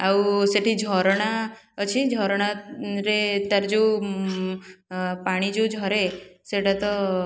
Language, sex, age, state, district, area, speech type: Odia, female, 18-30, Odisha, Puri, urban, spontaneous